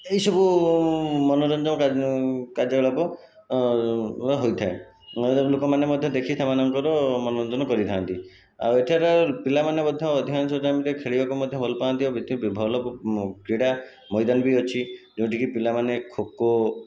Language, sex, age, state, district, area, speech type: Odia, male, 45-60, Odisha, Jajpur, rural, spontaneous